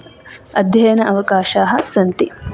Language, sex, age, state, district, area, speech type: Sanskrit, female, 18-30, Karnataka, Udupi, urban, spontaneous